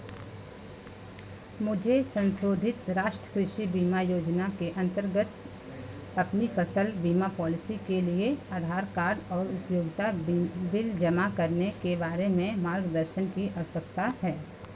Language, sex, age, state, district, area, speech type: Hindi, female, 45-60, Uttar Pradesh, Pratapgarh, rural, read